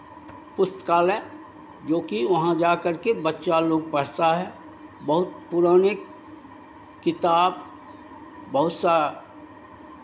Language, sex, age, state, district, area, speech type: Hindi, male, 60+, Bihar, Begusarai, rural, spontaneous